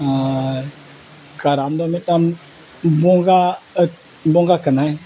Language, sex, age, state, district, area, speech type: Santali, male, 60+, Odisha, Mayurbhanj, rural, spontaneous